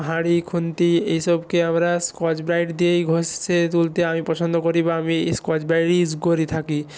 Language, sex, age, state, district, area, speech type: Bengali, male, 45-60, West Bengal, Nadia, rural, spontaneous